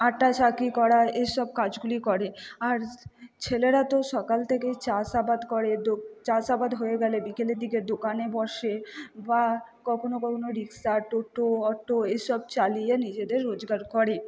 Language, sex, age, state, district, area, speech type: Bengali, female, 18-30, West Bengal, Purba Bardhaman, urban, spontaneous